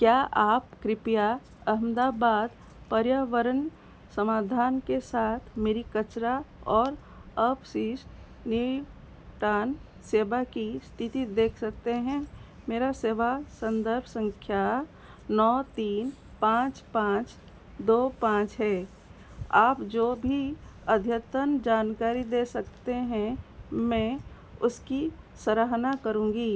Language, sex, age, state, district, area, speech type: Hindi, female, 45-60, Madhya Pradesh, Seoni, rural, read